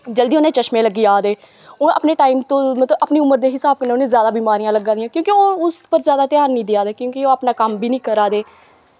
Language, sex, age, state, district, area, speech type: Dogri, female, 18-30, Jammu and Kashmir, Kathua, rural, spontaneous